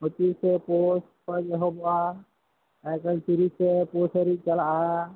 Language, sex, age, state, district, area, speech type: Santali, male, 45-60, West Bengal, Birbhum, rural, conversation